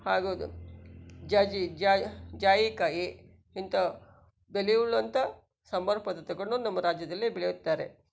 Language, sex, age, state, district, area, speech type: Kannada, female, 60+, Karnataka, Shimoga, rural, spontaneous